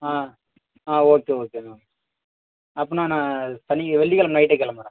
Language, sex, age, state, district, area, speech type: Tamil, male, 30-45, Tamil Nadu, Dharmapuri, rural, conversation